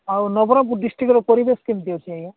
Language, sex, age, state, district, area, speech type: Odia, male, 45-60, Odisha, Nabarangpur, rural, conversation